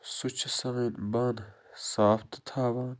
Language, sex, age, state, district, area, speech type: Kashmiri, male, 30-45, Jammu and Kashmir, Budgam, rural, spontaneous